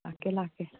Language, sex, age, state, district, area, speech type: Manipuri, female, 60+, Manipur, Kangpokpi, urban, conversation